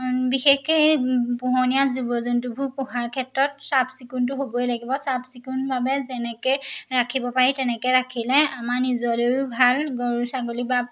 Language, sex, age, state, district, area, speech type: Assamese, female, 18-30, Assam, Majuli, urban, spontaneous